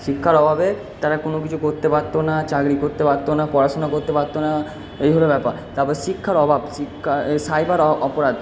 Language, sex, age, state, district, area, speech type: Bengali, male, 30-45, West Bengal, Purba Bardhaman, urban, spontaneous